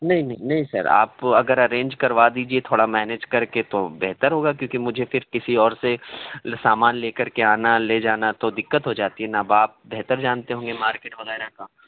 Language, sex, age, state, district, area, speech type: Urdu, male, 18-30, Delhi, South Delhi, urban, conversation